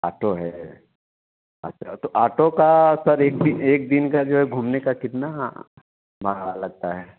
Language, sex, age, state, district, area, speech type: Hindi, male, 45-60, Uttar Pradesh, Mau, rural, conversation